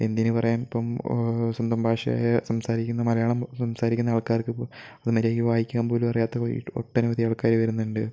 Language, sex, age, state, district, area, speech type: Malayalam, male, 18-30, Kerala, Kozhikode, rural, spontaneous